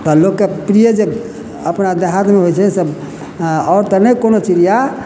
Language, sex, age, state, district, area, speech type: Maithili, male, 60+, Bihar, Madhubani, rural, spontaneous